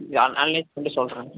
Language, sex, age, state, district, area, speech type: Tamil, male, 18-30, Tamil Nadu, Cuddalore, rural, conversation